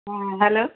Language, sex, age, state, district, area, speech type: Bengali, female, 60+, West Bengal, Hooghly, rural, conversation